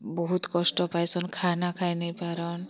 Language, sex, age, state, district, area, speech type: Odia, female, 30-45, Odisha, Kalahandi, rural, spontaneous